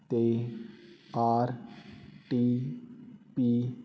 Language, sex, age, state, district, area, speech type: Punjabi, male, 30-45, Punjab, Fazilka, rural, read